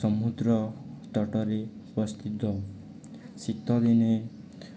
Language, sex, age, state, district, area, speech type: Odia, male, 18-30, Odisha, Nuapada, urban, spontaneous